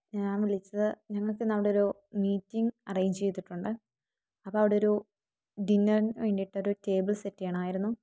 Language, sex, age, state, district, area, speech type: Malayalam, female, 18-30, Kerala, Wayanad, rural, spontaneous